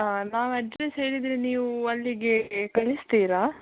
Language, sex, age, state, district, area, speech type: Kannada, female, 18-30, Karnataka, Udupi, rural, conversation